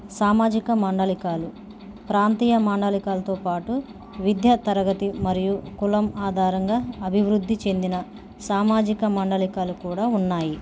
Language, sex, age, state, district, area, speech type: Telugu, female, 30-45, Telangana, Bhadradri Kothagudem, urban, spontaneous